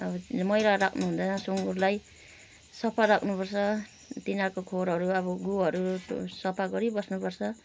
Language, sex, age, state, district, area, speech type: Nepali, female, 45-60, West Bengal, Kalimpong, rural, spontaneous